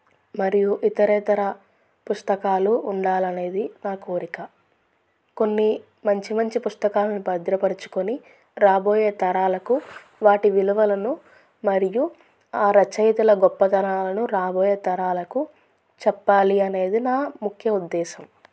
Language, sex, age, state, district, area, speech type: Telugu, female, 30-45, Andhra Pradesh, Krishna, rural, spontaneous